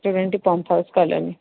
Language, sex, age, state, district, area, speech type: Odia, female, 45-60, Odisha, Sundergarh, rural, conversation